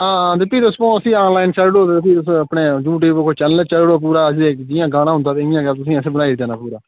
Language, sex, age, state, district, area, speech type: Dogri, male, 18-30, Jammu and Kashmir, Udhampur, rural, conversation